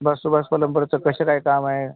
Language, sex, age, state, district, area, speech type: Marathi, male, 45-60, Maharashtra, Akola, urban, conversation